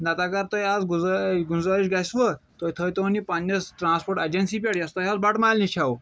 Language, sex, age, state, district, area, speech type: Kashmiri, male, 30-45, Jammu and Kashmir, Kulgam, rural, spontaneous